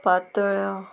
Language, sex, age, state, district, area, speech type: Goan Konkani, female, 30-45, Goa, Murmgao, rural, spontaneous